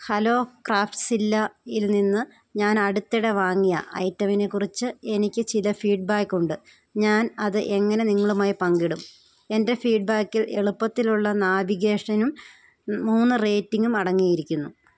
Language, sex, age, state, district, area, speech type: Malayalam, female, 30-45, Kerala, Idukki, rural, read